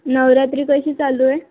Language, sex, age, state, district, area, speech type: Marathi, female, 18-30, Maharashtra, Wardha, rural, conversation